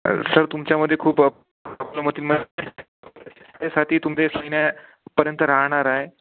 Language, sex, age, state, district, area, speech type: Marathi, male, 18-30, Maharashtra, Amravati, urban, conversation